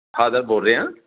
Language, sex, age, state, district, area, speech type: Punjabi, male, 45-60, Punjab, Tarn Taran, rural, conversation